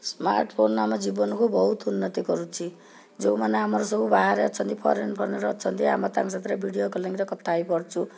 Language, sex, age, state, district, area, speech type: Odia, female, 60+, Odisha, Cuttack, urban, spontaneous